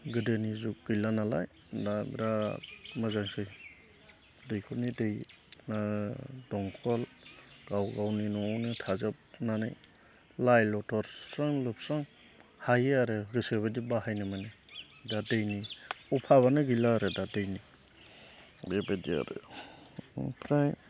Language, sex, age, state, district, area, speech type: Bodo, male, 30-45, Assam, Chirang, rural, spontaneous